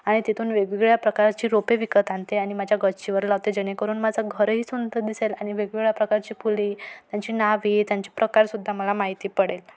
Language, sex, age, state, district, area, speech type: Marathi, female, 30-45, Maharashtra, Wardha, urban, spontaneous